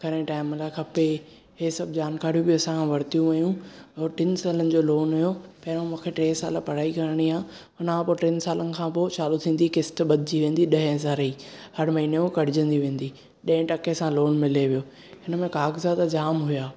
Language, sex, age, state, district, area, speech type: Sindhi, male, 18-30, Maharashtra, Thane, urban, spontaneous